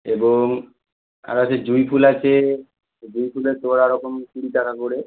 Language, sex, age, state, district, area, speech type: Bengali, male, 18-30, West Bengal, Howrah, urban, conversation